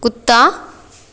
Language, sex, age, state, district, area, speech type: Maithili, female, 18-30, Bihar, Darbhanga, rural, read